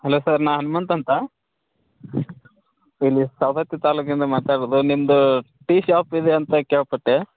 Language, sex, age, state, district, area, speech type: Kannada, male, 30-45, Karnataka, Belgaum, rural, conversation